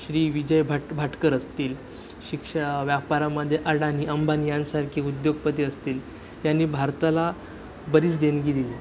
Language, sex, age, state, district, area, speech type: Marathi, male, 18-30, Maharashtra, Sindhudurg, rural, spontaneous